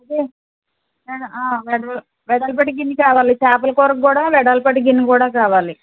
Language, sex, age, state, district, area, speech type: Telugu, female, 18-30, Andhra Pradesh, Konaseema, rural, conversation